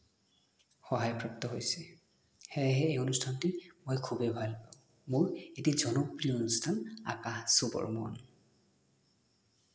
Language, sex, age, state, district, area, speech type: Assamese, male, 18-30, Assam, Nagaon, rural, spontaneous